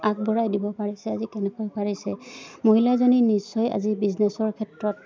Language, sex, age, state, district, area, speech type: Assamese, female, 30-45, Assam, Udalguri, rural, spontaneous